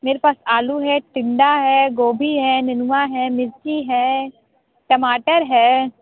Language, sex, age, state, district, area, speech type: Hindi, female, 30-45, Uttar Pradesh, Sonbhadra, rural, conversation